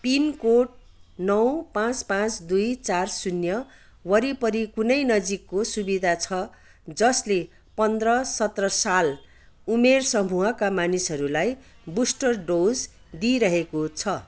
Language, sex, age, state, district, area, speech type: Nepali, female, 60+, West Bengal, Kalimpong, rural, read